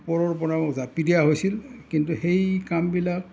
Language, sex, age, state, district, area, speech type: Assamese, male, 60+, Assam, Nalbari, rural, spontaneous